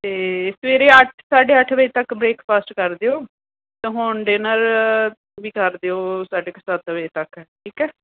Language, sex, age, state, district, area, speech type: Punjabi, female, 45-60, Punjab, Gurdaspur, urban, conversation